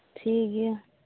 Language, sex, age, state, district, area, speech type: Santali, female, 18-30, West Bengal, Birbhum, rural, conversation